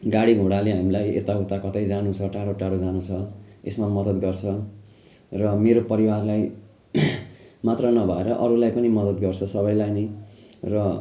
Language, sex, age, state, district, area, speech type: Nepali, male, 30-45, West Bengal, Jalpaiguri, rural, spontaneous